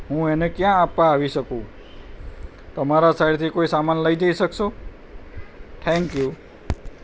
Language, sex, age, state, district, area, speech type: Gujarati, male, 45-60, Gujarat, Kheda, rural, spontaneous